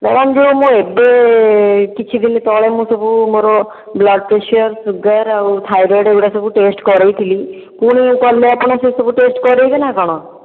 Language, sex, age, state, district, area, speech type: Odia, female, 45-60, Odisha, Khordha, rural, conversation